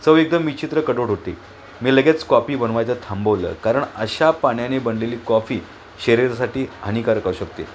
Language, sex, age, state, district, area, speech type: Marathi, male, 45-60, Maharashtra, Thane, rural, spontaneous